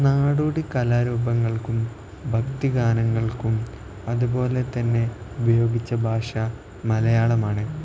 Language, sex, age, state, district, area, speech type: Malayalam, male, 18-30, Kerala, Kozhikode, rural, spontaneous